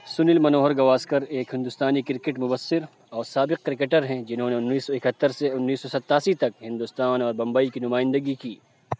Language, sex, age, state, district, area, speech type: Urdu, male, 45-60, Uttar Pradesh, Lucknow, urban, read